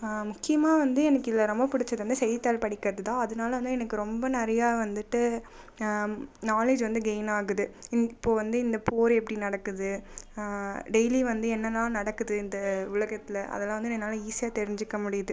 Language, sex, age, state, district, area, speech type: Tamil, female, 18-30, Tamil Nadu, Cuddalore, urban, spontaneous